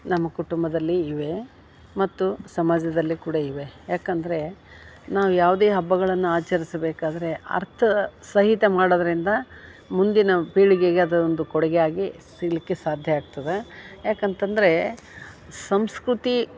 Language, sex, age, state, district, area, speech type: Kannada, female, 60+, Karnataka, Gadag, rural, spontaneous